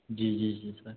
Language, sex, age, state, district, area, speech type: Hindi, male, 18-30, Madhya Pradesh, Betul, urban, conversation